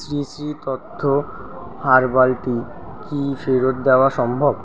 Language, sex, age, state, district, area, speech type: Bengali, male, 30-45, West Bengal, Kolkata, urban, read